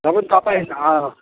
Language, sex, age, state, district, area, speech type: Nepali, male, 45-60, West Bengal, Darjeeling, rural, conversation